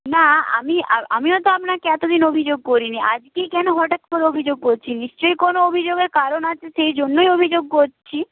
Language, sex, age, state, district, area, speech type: Bengali, female, 30-45, West Bengal, Nadia, rural, conversation